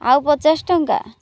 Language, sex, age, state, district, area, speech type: Odia, female, 30-45, Odisha, Malkangiri, urban, spontaneous